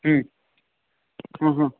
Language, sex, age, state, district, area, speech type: Kannada, male, 18-30, Karnataka, Bellary, rural, conversation